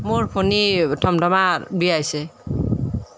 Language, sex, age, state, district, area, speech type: Assamese, female, 30-45, Assam, Nalbari, rural, spontaneous